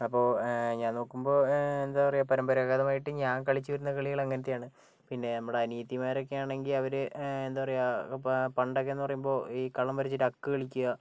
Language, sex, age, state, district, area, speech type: Malayalam, male, 60+, Kerala, Kozhikode, urban, spontaneous